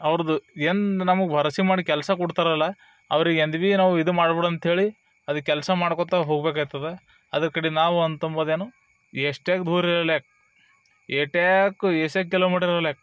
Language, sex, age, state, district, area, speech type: Kannada, male, 30-45, Karnataka, Bidar, urban, spontaneous